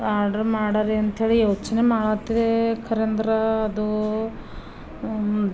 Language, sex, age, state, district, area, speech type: Kannada, female, 45-60, Karnataka, Bidar, rural, spontaneous